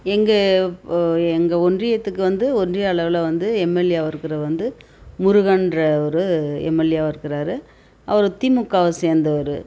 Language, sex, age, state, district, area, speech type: Tamil, female, 45-60, Tamil Nadu, Tiruvannamalai, rural, spontaneous